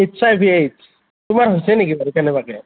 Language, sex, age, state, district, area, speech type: Assamese, male, 30-45, Assam, Kamrup Metropolitan, urban, conversation